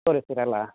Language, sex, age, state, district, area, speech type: Kannada, male, 45-60, Karnataka, Udupi, rural, conversation